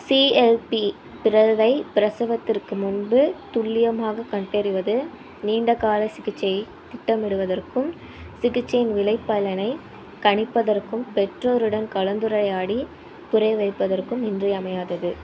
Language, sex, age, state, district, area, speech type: Tamil, female, 18-30, Tamil Nadu, Ariyalur, rural, read